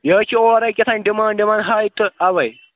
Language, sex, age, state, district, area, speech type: Kashmiri, male, 18-30, Jammu and Kashmir, Srinagar, urban, conversation